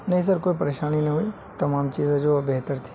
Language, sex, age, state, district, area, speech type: Urdu, male, 18-30, Delhi, North West Delhi, urban, spontaneous